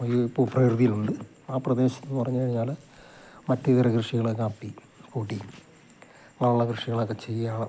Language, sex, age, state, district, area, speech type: Malayalam, male, 60+, Kerala, Idukki, rural, spontaneous